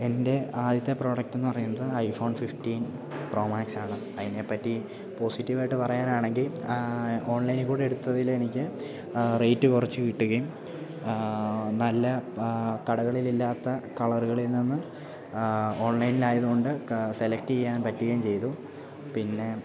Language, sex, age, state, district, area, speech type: Malayalam, male, 18-30, Kerala, Idukki, rural, spontaneous